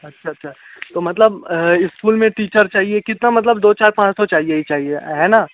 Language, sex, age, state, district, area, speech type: Hindi, male, 18-30, Bihar, Darbhanga, rural, conversation